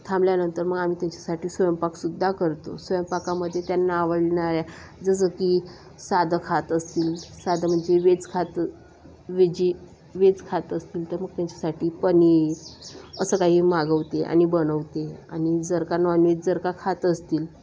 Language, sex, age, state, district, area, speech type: Marathi, female, 30-45, Maharashtra, Nagpur, urban, spontaneous